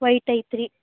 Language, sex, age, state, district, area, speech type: Kannada, female, 18-30, Karnataka, Gadag, urban, conversation